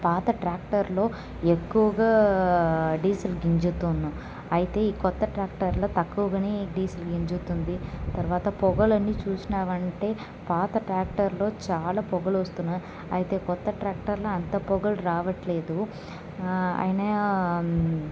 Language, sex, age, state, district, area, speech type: Telugu, female, 18-30, Andhra Pradesh, Sri Balaji, rural, spontaneous